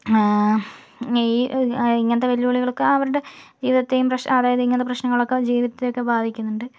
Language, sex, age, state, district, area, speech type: Malayalam, female, 18-30, Kerala, Kozhikode, urban, spontaneous